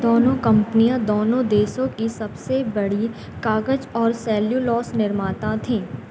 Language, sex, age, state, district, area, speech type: Hindi, female, 18-30, Madhya Pradesh, Narsinghpur, rural, read